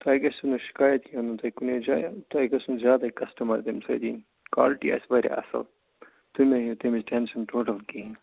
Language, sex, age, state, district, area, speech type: Kashmiri, male, 45-60, Jammu and Kashmir, Ganderbal, urban, conversation